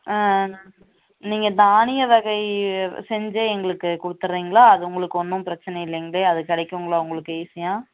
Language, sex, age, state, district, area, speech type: Tamil, female, 18-30, Tamil Nadu, Namakkal, rural, conversation